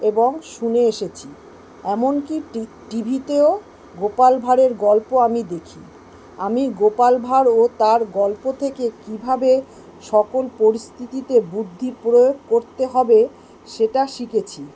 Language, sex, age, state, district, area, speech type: Bengali, female, 45-60, West Bengal, Kolkata, urban, spontaneous